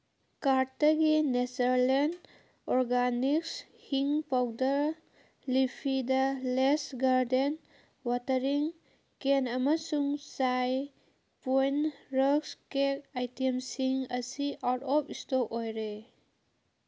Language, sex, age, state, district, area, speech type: Manipuri, female, 30-45, Manipur, Kangpokpi, urban, read